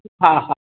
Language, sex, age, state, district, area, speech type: Sindhi, female, 45-60, Maharashtra, Thane, urban, conversation